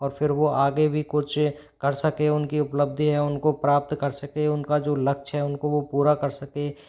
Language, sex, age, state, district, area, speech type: Hindi, male, 18-30, Rajasthan, Jaipur, urban, spontaneous